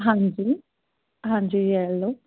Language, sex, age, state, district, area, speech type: Punjabi, female, 18-30, Punjab, Firozpur, rural, conversation